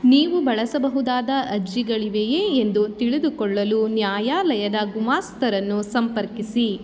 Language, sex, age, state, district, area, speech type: Kannada, female, 30-45, Karnataka, Mandya, rural, read